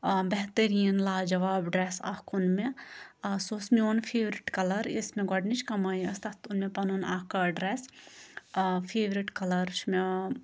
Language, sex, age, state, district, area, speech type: Kashmiri, female, 30-45, Jammu and Kashmir, Shopian, rural, spontaneous